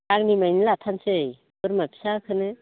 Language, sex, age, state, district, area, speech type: Bodo, female, 45-60, Assam, Baksa, rural, conversation